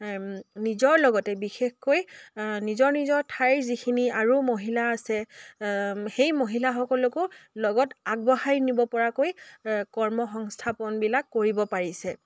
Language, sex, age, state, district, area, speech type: Assamese, female, 18-30, Assam, Dibrugarh, rural, spontaneous